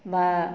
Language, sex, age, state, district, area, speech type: Assamese, female, 45-60, Assam, Majuli, urban, spontaneous